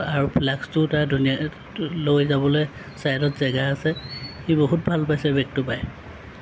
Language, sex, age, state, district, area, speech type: Assamese, male, 45-60, Assam, Lakhimpur, rural, spontaneous